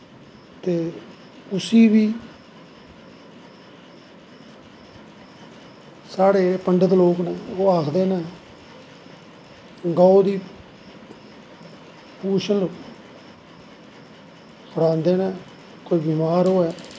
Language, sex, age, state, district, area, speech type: Dogri, male, 45-60, Jammu and Kashmir, Samba, rural, spontaneous